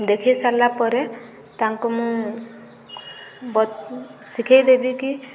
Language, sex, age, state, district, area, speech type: Odia, female, 18-30, Odisha, Subarnapur, urban, spontaneous